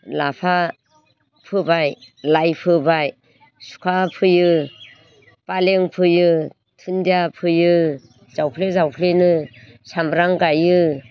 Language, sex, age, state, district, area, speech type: Bodo, female, 60+, Assam, Baksa, rural, spontaneous